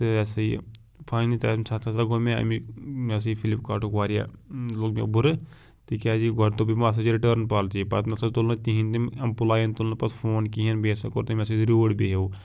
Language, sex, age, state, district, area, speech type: Kashmiri, male, 18-30, Jammu and Kashmir, Pulwama, rural, spontaneous